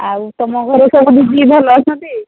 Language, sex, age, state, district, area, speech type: Odia, female, 45-60, Odisha, Angul, rural, conversation